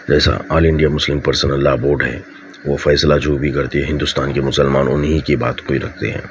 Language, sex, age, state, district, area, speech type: Urdu, male, 45-60, Telangana, Hyderabad, urban, spontaneous